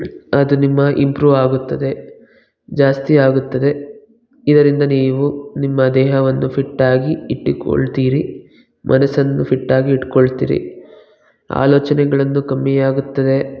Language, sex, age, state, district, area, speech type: Kannada, male, 18-30, Karnataka, Bangalore Rural, rural, spontaneous